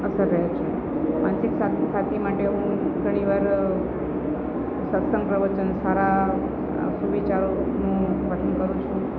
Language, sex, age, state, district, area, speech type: Gujarati, female, 45-60, Gujarat, Valsad, rural, spontaneous